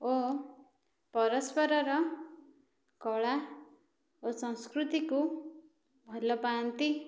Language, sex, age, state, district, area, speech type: Odia, female, 18-30, Odisha, Dhenkanal, rural, spontaneous